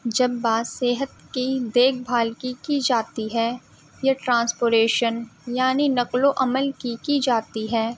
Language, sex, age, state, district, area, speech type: Urdu, female, 18-30, Delhi, Central Delhi, urban, spontaneous